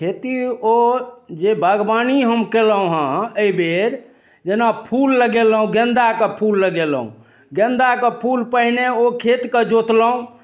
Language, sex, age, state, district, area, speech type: Maithili, male, 60+, Bihar, Darbhanga, rural, spontaneous